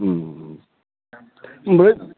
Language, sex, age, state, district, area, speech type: Bodo, male, 60+, Assam, Udalguri, rural, conversation